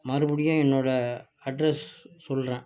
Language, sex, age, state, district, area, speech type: Tamil, male, 60+, Tamil Nadu, Nagapattinam, rural, spontaneous